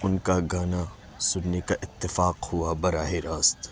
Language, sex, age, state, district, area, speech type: Urdu, male, 30-45, Uttar Pradesh, Lucknow, urban, spontaneous